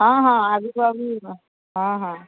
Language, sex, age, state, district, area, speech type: Odia, female, 45-60, Odisha, Angul, rural, conversation